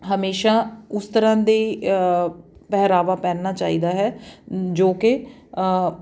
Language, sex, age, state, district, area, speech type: Punjabi, female, 30-45, Punjab, Patiala, urban, spontaneous